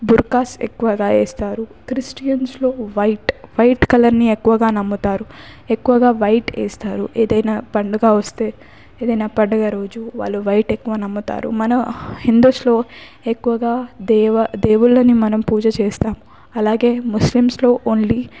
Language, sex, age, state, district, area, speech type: Telugu, female, 18-30, Telangana, Hyderabad, urban, spontaneous